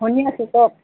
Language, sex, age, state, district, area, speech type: Assamese, female, 60+, Assam, Golaghat, rural, conversation